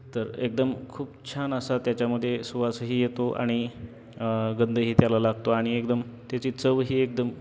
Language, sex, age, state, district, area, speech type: Marathi, male, 18-30, Maharashtra, Osmanabad, rural, spontaneous